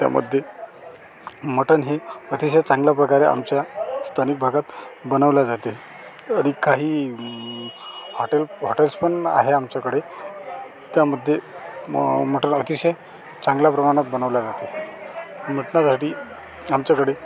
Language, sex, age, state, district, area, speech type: Marathi, male, 30-45, Maharashtra, Amravati, rural, spontaneous